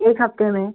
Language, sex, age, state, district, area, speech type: Hindi, female, 18-30, Madhya Pradesh, Chhindwara, urban, conversation